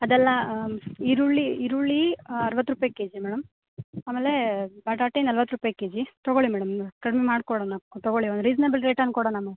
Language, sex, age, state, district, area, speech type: Kannada, female, 18-30, Karnataka, Uttara Kannada, rural, conversation